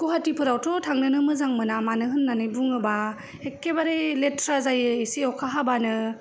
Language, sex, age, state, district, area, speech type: Bodo, female, 30-45, Assam, Kokrajhar, urban, spontaneous